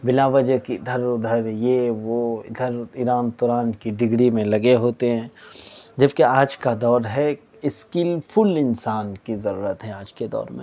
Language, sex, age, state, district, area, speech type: Urdu, male, 18-30, Delhi, South Delhi, urban, spontaneous